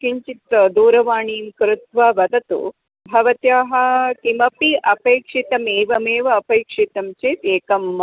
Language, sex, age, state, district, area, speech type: Sanskrit, female, 45-60, Karnataka, Dharwad, urban, conversation